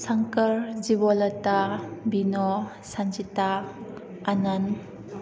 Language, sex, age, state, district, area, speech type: Manipuri, female, 30-45, Manipur, Kakching, rural, spontaneous